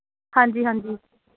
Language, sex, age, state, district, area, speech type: Punjabi, female, 18-30, Punjab, Mohali, urban, conversation